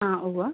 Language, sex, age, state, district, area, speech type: Malayalam, female, 30-45, Kerala, Ernakulam, urban, conversation